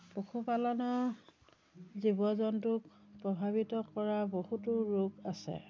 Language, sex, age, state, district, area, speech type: Assamese, female, 45-60, Assam, Dhemaji, rural, spontaneous